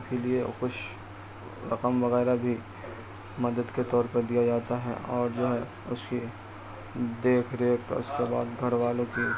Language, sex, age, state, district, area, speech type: Urdu, male, 45-60, Bihar, Supaul, rural, spontaneous